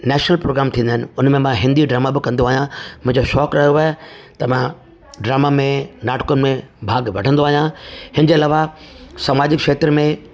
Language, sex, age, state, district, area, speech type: Sindhi, male, 45-60, Delhi, South Delhi, urban, spontaneous